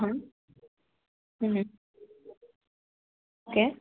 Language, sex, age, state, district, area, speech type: Marathi, female, 18-30, Maharashtra, Pune, urban, conversation